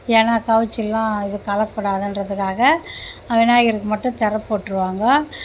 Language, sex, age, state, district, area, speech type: Tamil, female, 60+, Tamil Nadu, Mayiladuthurai, rural, spontaneous